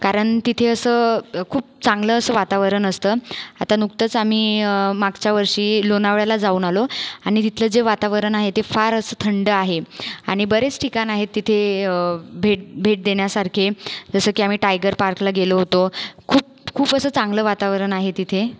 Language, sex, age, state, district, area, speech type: Marathi, female, 30-45, Maharashtra, Buldhana, rural, spontaneous